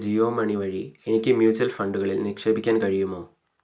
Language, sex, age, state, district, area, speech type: Malayalam, male, 45-60, Kerala, Wayanad, rural, read